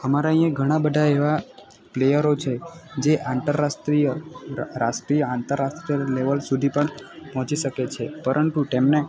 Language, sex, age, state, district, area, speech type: Gujarati, male, 18-30, Gujarat, Valsad, rural, spontaneous